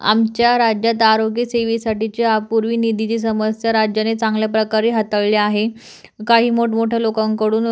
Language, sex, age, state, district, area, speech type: Marathi, female, 18-30, Maharashtra, Jalna, urban, spontaneous